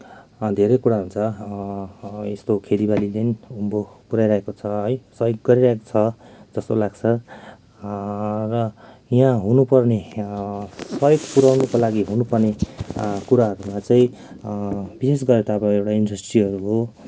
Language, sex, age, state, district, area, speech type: Nepali, male, 30-45, West Bengal, Kalimpong, rural, spontaneous